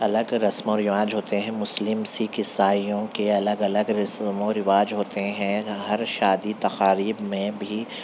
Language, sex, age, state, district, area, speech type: Urdu, male, 18-30, Telangana, Hyderabad, urban, spontaneous